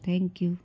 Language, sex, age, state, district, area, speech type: Sindhi, female, 60+, Gujarat, Surat, urban, spontaneous